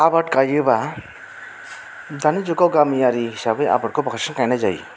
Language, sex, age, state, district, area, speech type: Bodo, male, 30-45, Assam, Chirang, rural, spontaneous